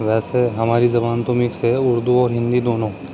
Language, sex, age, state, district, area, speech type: Urdu, male, 30-45, Uttar Pradesh, Muzaffarnagar, urban, spontaneous